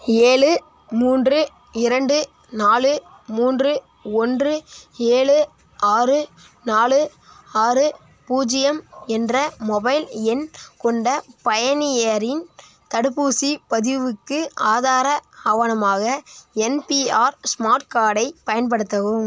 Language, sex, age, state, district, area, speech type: Tamil, male, 18-30, Tamil Nadu, Nagapattinam, rural, read